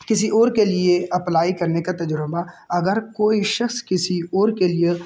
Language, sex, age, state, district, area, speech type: Urdu, male, 18-30, Uttar Pradesh, Balrampur, rural, spontaneous